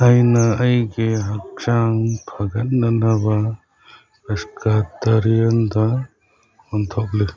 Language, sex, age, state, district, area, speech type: Manipuri, male, 45-60, Manipur, Churachandpur, rural, read